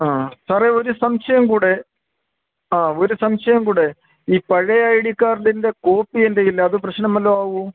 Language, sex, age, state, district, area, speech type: Malayalam, male, 60+, Kerala, Kottayam, rural, conversation